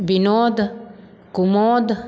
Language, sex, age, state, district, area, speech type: Maithili, female, 30-45, Bihar, Samastipur, rural, spontaneous